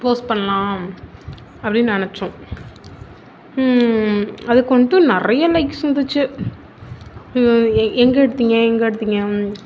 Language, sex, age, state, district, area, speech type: Tamil, female, 30-45, Tamil Nadu, Mayiladuthurai, urban, spontaneous